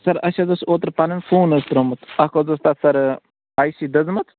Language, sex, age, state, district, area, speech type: Kashmiri, male, 18-30, Jammu and Kashmir, Bandipora, rural, conversation